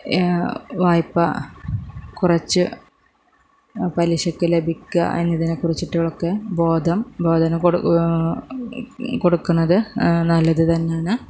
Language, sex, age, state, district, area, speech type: Malayalam, female, 30-45, Kerala, Malappuram, urban, spontaneous